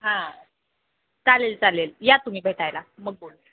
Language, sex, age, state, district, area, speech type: Marathi, female, 18-30, Maharashtra, Jalna, urban, conversation